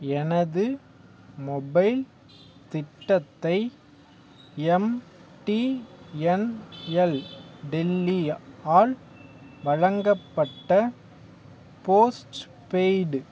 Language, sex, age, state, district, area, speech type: Tamil, male, 18-30, Tamil Nadu, Madurai, rural, read